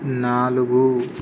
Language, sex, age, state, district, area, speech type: Telugu, male, 18-30, Telangana, Khammam, rural, read